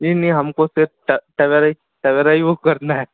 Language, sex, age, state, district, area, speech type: Hindi, male, 18-30, Madhya Pradesh, Harda, urban, conversation